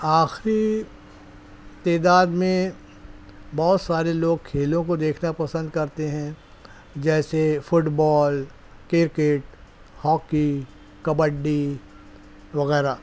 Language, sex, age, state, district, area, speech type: Urdu, male, 30-45, Maharashtra, Nashik, urban, spontaneous